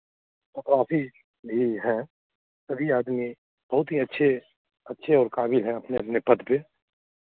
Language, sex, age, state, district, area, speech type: Hindi, male, 45-60, Bihar, Madhepura, rural, conversation